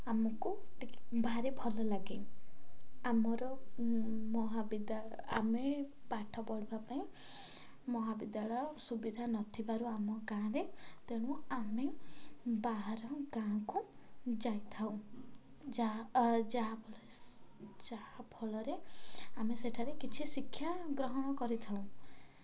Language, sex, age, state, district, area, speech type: Odia, female, 18-30, Odisha, Ganjam, urban, spontaneous